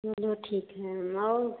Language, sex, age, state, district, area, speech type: Hindi, female, 30-45, Uttar Pradesh, Bhadohi, rural, conversation